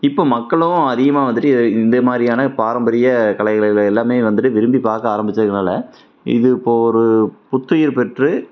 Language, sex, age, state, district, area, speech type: Tamil, male, 30-45, Tamil Nadu, Tiruppur, rural, spontaneous